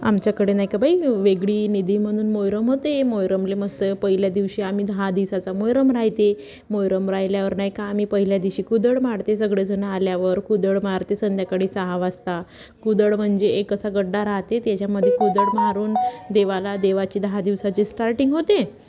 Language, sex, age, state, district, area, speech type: Marathi, female, 30-45, Maharashtra, Wardha, rural, spontaneous